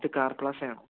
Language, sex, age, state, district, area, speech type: Malayalam, male, 18-30, Kerala, Idukki, rural, conversation